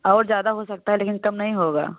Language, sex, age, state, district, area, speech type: Hindi, female, 18-30, Uttar Pradesh, Jaunpur, rural, conversation